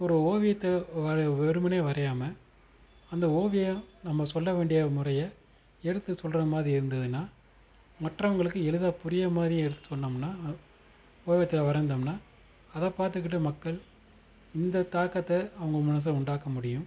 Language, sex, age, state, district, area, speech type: Tamil, male, 30-45, Tamil Nadu, Madurai, urban, spontaneous